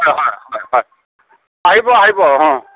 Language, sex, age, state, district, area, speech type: Assamese, male, 45-60, Assam, Kamrup Metropolitan, urban, conversation